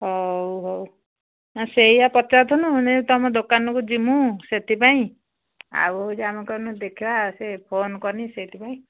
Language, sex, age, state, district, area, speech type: Odia, female, 45-60, Odisha, Angul, rural, conversation